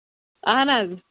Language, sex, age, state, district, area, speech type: Kashmiri, female, 30-45, Jammu and Kashmir, Anantnag, rural, conversation